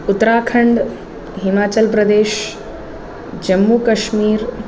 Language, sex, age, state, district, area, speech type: Sanskrit, female, 30-45, Tamil Nadu, Chennai, urban, spontaneous